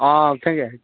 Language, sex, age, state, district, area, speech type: Dogri, male, 18-30, Jammu and Kashmir, Udhampur, urban, conversation